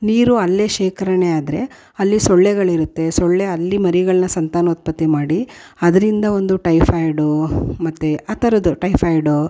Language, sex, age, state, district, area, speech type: Kannada, female, 45-60, Karnataka, Mysore, urban, spontaneous